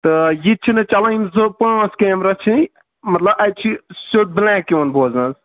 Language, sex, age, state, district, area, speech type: Kashmiri, male, 18-30, Jammu and Kashmir, Shopian, rural, conversation